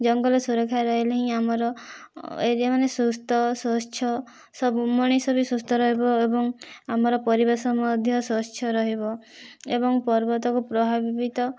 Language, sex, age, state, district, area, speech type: Odia, female, 18-30, Odisha, Kandhamal, rural, spontaneous